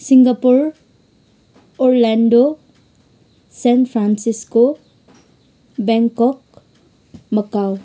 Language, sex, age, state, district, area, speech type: Nepali, female, 18-30, West Bengal, Kalimpong, rural, spontaneous